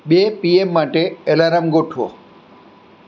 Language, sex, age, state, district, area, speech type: Gujarati, male, 60+, Gujarat, Surat, urban, read